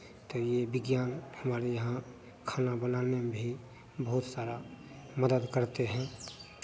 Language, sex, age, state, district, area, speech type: Hindi, male, 30-45, Bihar, Madhepura, rural, spontaneous